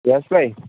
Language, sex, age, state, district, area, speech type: Gujarati, male, 18-30, Gujarat, Ahmedabad, urban, conversation